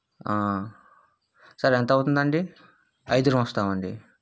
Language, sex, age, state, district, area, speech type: Telugu, male, 18-30, Andhra Pradesh, Vizianagaram, rural, spontaneous